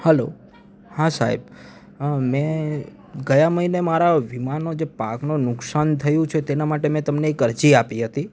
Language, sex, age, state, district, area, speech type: Gujarati, male, 30-45, Gujarat, Surat, rural, spontaneous